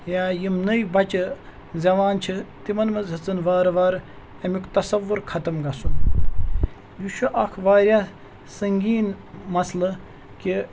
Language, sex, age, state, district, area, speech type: Kashmiri, male, 18-30, Jammu and Kashmir, Srinagar, urban, spontaneous